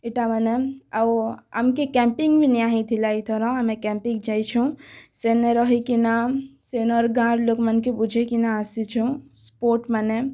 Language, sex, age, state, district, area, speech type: Odia, female, 18-30, Odisha, Kalahandi, rural, spontaneous